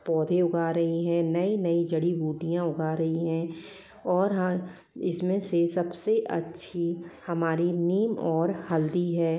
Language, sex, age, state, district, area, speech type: Hindi, female, 30-45, Rajasthan, Jaipur, urban, spontaneous